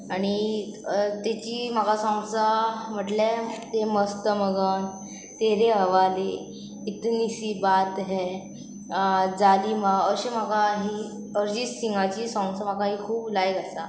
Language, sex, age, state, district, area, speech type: Goan Konkani, female, 18-30, Goa, Pernem, rural, spontaneous